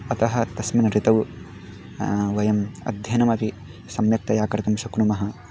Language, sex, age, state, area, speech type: Sanskrit, male, 18-30, Uttarakhand, rural, spontaneous